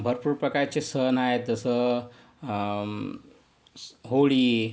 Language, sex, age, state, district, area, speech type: Marathi, male, 45-60, Maharashtra, Yavatmal, urban, spontaneous